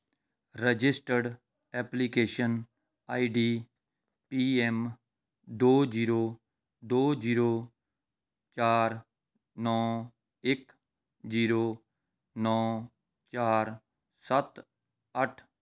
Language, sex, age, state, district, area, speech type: Punjabi, male, 45-60, Punjab, Rupnagar, urban, read